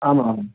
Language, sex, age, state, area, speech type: Sanskrit, male, 30-45, Madhya Pradesh, urban, conversation